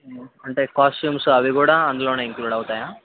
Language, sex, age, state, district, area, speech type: Telugu, male, 30-45, Andhra Pradesh, N T Rama Rao, urban, conversation